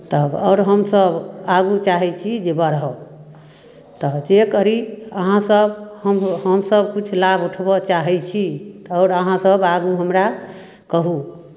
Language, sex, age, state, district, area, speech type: Maithili, female, 45-60, Bihar, Darbhanga, rural, spontaneous